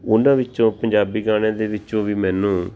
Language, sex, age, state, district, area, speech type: Punjabi, male, 45-60, Punjab, Tarn Taran, urban, spontaneous